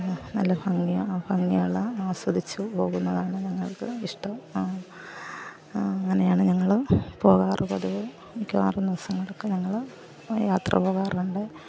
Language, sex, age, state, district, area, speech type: Malayalam, female, 60+, Kerala, Alappuzha, rural, spontaneous